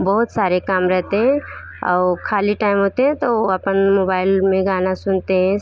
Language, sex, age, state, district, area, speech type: Hindi, female, 30-45, Uttar Pradesh, Bhadohi, rural, spontaneous